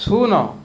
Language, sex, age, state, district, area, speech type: Odia, male, 45-60, Odisha, Ganjam, urban, read